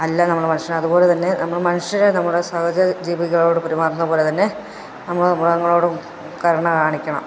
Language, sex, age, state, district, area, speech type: Malayalam, female, 30-45, Kerala, Pathanamthitta, rural, spontaneous